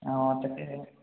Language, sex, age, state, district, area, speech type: Assamese, male, 18-30, Assam, Sonitpur, rural, conversation